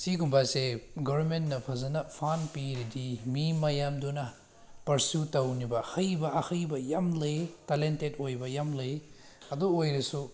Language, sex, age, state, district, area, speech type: Manipuri, male, 30-45, Manipur, Senapati, rural, spontaneous